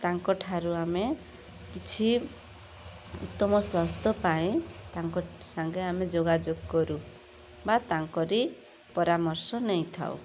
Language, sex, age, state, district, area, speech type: Odia, female, 45-60, Odisha, Rayagada, rural, spontaneous